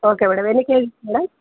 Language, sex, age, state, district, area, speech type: Telugu, female, 45-60, Andhra Pradesh, Anantapur, urban, conversation